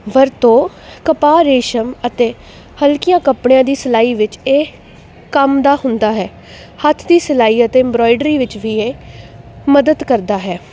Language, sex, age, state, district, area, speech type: Punjabi, female, 18-30, Punjab, Jalandhar, urban, spontaneous